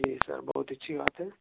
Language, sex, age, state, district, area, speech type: Urdu, male, 30-45, Delhi, South Delhi, urban, conversation